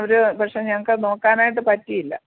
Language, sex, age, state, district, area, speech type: Malayalam, female, 45-60, Kerala, Pathanamthitta, rural, conversation